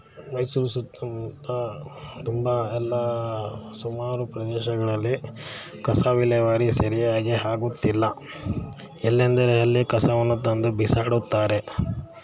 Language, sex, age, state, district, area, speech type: Kannada, male, 45-60, Karnataka, Mysore, rural, spontaneous